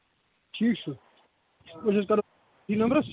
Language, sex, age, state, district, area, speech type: Kashmiri, male, 30-45, Jammu and Kashmir, Kupwara, rural, conversation